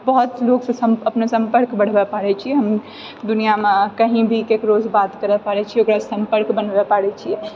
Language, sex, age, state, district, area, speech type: Maithili, female, 30-45, Bihar, Purnia, urban, spontaneous